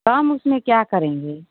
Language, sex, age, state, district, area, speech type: Hindi, female, 60+, Uttar Pradesh, Mau, rural, conversation